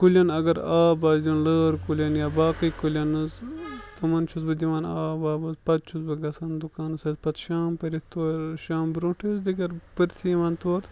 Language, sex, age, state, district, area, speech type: Kashmiri, male, 45-60, Jammu and Kashmir, Bandipora, rural, spontaneous